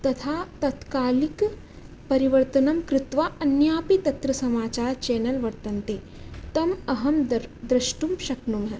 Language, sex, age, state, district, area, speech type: Sanskrit, female, 18-30, Rajasthan, Jaipur, urban, spontaneous